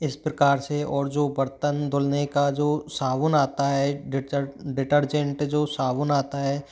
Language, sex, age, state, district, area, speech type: Hindi, male, 30-45, Rajasthan, Jodhpur, rural, spontaneous